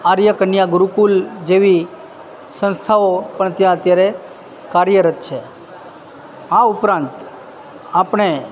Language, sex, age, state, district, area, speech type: Gujarati, male, 30-45, Gujarat, Junagadh, rural, spontaneous